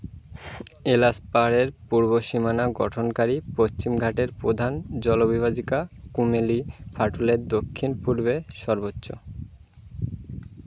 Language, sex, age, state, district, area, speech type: Bengali, male, 18-30, West Bengal, Birbhum, urban, read